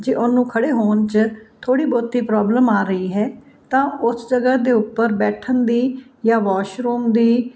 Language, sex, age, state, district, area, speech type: Punjabi, female, 45-60, Punjab, Fazilka, rural, spontaneous